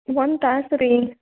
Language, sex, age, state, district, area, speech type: Kannada, female, 18-30, Karnataka, Gulbarga, urban, conversation